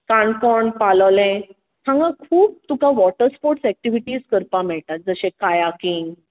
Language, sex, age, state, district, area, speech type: Goan Konkani, female, 45-60, Goa, Tiswadi, rural, conversation